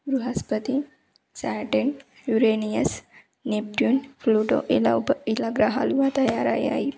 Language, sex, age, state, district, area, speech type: Telugu, female, 18-30, Telangana, Karimnagar, rural, spontaneous